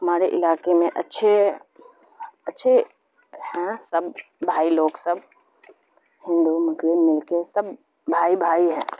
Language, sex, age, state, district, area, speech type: Urdu, female, 45-60, Bihar, Supaul, rural, spontaneous